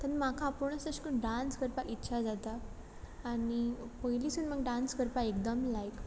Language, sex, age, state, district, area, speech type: Goan Konkani, female, 18-30, Goa, Quepem, rural, spontaneous